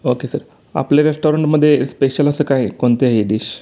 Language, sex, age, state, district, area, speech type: Marathi, male, 30-45, Maharashtra, Sangli, urban, spontaneous